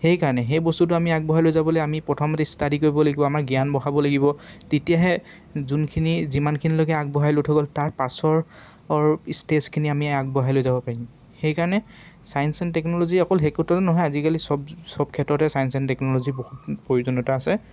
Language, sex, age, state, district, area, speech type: Assamese, male, 18-30, Assam, Dibrugarh, urban, spontaneous